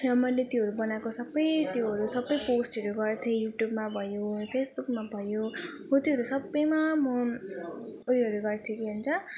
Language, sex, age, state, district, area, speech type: Nepali, female, 18-30, West Bengal, Jalpaiguri, rural, spontaneous